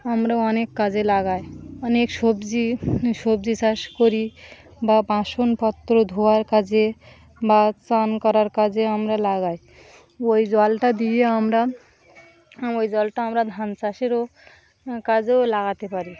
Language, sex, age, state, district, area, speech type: Bengali, female, 45-60, West Bengal, Birbhum, urban, spontaneous